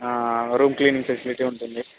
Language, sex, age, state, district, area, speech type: Telugu, male, 45-60, Andhra Pradesh, Kadapa, rural, conversation